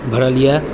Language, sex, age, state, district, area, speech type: Maithili, male, 30-45, Bihar, Purnia, rural, spontaneous